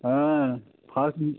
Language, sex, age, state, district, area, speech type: Bengali, male, 30-45, West Bengal, Howrah, urban, conversation